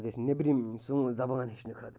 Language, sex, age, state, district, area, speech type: Kashmiri, male, 30-45, Jammu and Kashmir, Bandipora, rural, spontaneous